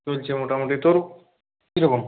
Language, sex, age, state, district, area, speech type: Bengali, male, 18-30, West Bengal, Purulia, urban, conversation